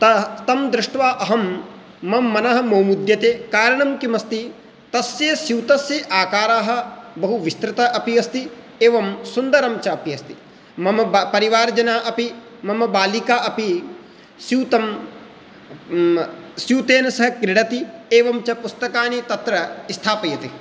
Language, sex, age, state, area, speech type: Sanskrit, male, 30-45, Rajasthan, urban, spontaneous